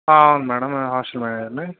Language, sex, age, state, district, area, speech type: Telugu, male, 18-30, Andhra Pradesh, Krishna, urban, conversation